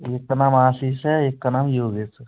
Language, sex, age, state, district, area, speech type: Hindi, male, 18-30, Madhya Pradesh, Gwalior, rural, conversation